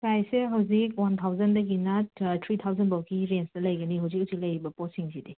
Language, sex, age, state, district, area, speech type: Manipuri, female, 45-60, Manipur, Imphal West, urban, conversation